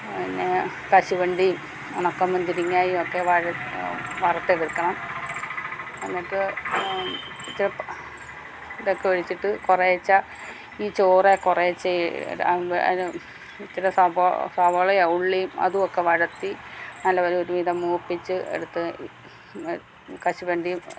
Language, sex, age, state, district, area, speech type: Malayalam, female, 60+, Kerala, Alappuzha, rural, spontaneous